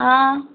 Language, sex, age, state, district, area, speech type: Tamil, female, 18-30, Tamil Nadu, Thoothukudi, rural, conversation